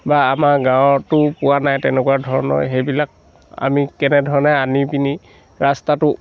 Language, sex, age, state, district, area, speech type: Assamese, male, 60+, Assam, Dhemaji, rural, spontaneous